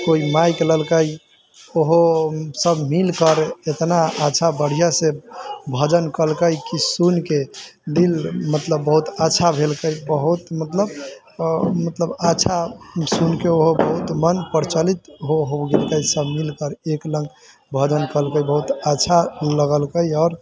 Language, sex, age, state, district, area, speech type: Maithili, male, 18-30, Bihar, Sitamarhi, rural, spontaneous